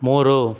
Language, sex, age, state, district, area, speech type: Kannada, male, 60+, Karnataka, Chikkaballapur, rural, read